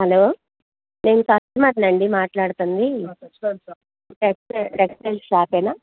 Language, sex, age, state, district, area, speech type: Telugu, female, 60+, Andhra Pradesh, Guntur, urban, conversation